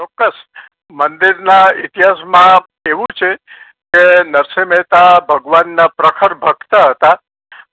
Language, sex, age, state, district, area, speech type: Gujarati, male, 60+, Gujarat, Kheda, rural, conversation